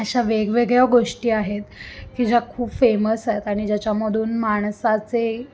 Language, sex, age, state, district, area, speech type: Marathi, female, 18-30, Maharashtra, Sangli, urban, spontaneous